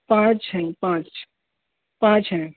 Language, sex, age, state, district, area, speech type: Urdu, male, 18-30, Uttar Pradesh, Saharanpur, urban, conversation